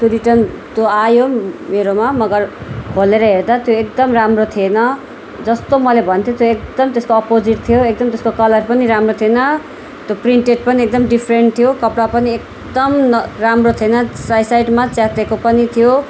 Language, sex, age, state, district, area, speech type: Nepali, female, 30-45, West Bengal, Darjeeling, rural, spontaneous